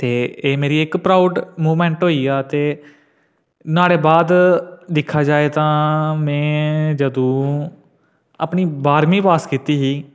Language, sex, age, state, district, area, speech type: Dogri, male, 18-30, Jammu and Kashmir, Udhampur, urban, spontaneous